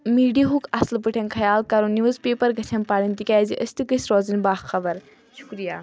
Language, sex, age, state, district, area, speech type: Kashmiri, female, 18-30, Jammu and Kashmir, Anantnag, rural, spontaneous